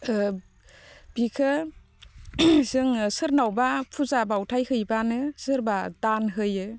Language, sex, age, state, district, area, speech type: Bodo, female, 30-45, Assam, Baksa, rural, spontaneous